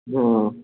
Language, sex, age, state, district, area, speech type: Maithili, male, 18-30, Bihar, Samastipur, rural, conversation